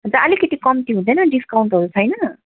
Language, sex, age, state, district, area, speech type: Nepali, female, 18-30, West Bengal, Darjeeling, rural, conversation